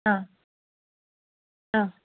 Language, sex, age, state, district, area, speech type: Malayalam, female, 18-30, Kerala, Kozhikode, rural, conversation